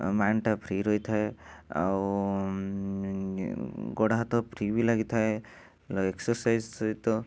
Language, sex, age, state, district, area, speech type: Odia, male, 30-45, Odisha, Cuttack, urban, spontaneous